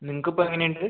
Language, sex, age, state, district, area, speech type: Malayalam, male, 18-30, Kerala, Wayanad, rural, conversation